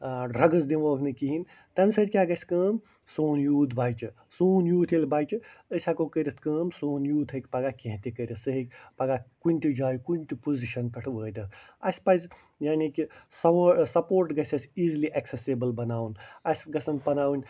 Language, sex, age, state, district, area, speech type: Kashmiri, male, 60+, Jammu and Kashmir, Ganderbal, rural, spontaneous